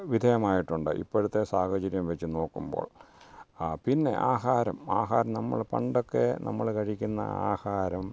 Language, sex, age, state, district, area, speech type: Malayalam, male, 60+, Kerala, Pathanamthitta, rural, spontaneous